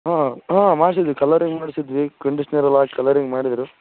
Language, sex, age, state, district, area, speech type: Kannada, male, 18-30, Karnataka, Shimoga, rural, conversation